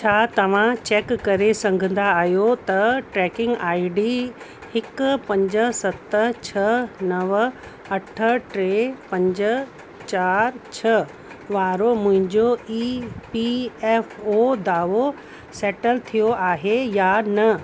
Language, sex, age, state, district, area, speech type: Sindhi, female, 30-45, Uttar Pradesh, Lucknow, urban, read